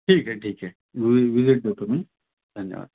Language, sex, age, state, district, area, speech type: Marathi, male, 45-60, Maharashtra, Nanded, rural, conversation